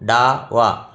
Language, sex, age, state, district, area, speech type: Marathi, male, 45-60, Maharashtra, Buldhana, rural, read